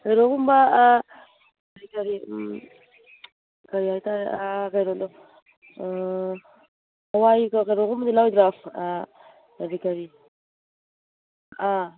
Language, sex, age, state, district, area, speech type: Manipuri, female, 30-45, Manipur, Imphal East, rural, conversation